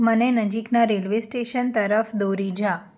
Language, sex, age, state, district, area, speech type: Gujarati, female, 18-30, Gujarat, Anand, urban, read